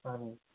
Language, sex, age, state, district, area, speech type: Kashmiri, male, 30-45, Jammu and Kashmir, Kupwara, rural, conversation